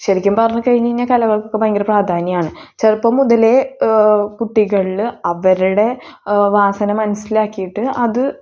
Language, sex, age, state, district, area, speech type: Malayalam, female, 18-30, Kerala, Thrissur, rural, spontaneous